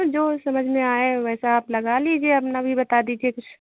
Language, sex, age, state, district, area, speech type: Hindi, female, 45-60, Uttar Pradesh, Hardoi, rural, conversation